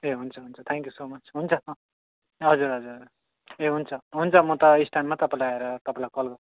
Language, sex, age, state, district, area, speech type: Nepali, male, 18-30, West Bengal, Darjeeling, rural, conversation